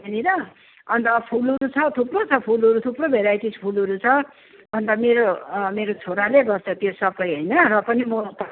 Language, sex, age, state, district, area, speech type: Nepali, male, 60+, West Bengal, Kalimpong, rural, conversation